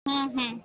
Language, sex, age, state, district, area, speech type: Bengali, female, 45-60, West Bengal, Hooghly, rural, conversation